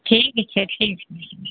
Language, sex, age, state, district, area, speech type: Maithili, female, 60+, Bihar, Araria, rural, conversation